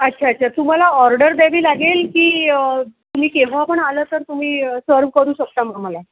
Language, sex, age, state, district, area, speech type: Marathi, female, 45-60, Maharashtra, Buldhana, urban, conversation